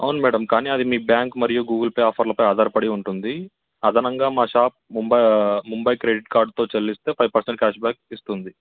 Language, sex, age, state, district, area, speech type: Telugu, male, 18-30, Andhra Pradesh, Sri Satya Sai, urban, conversation